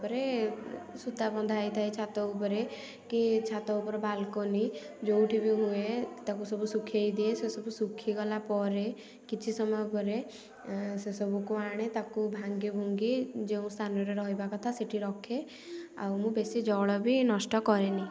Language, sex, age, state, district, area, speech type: Odia, female, 18-30, Odisha, Puri, urban, spontaneous